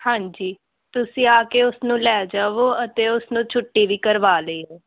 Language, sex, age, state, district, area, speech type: Punjabi, female, 18-30, Punjab, Pathankot, urban, conversation